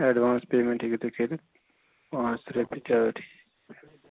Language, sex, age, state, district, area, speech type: Kashmiri, male, 30-45, Jammu and Kashmir, Ganderbal, rural, conversation